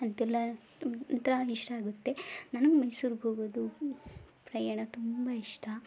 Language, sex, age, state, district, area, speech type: Kannada, female, 18-30, Karnataka, Chamarajanagar, rural, spontaneous